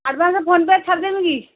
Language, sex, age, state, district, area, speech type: Odia, female, 45-60, Odisha, Angul, rural, conversation